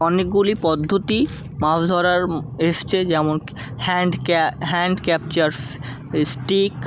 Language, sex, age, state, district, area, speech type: Bengali, male, 18-30, West Bengal, Kolkata, urban, spontaneous